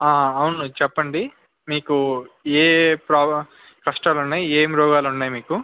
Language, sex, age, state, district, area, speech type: Telugu, male, 18-30, Andhra Pradesh, Visakhapatnam, urban, conversation